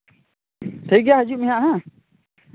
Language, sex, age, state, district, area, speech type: Santali, male, 18-30, West Bengal, Malda, rural, conversation